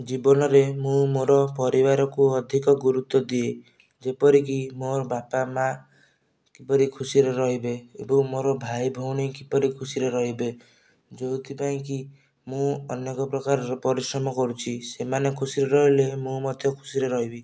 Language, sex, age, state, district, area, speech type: Odia, male, 18-30, Odisha, Nayagarh, rural, spontaneous